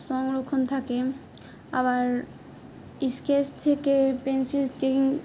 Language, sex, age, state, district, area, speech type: Bengali, female, 18-30, West Bengal, Malda, urban, spontaneous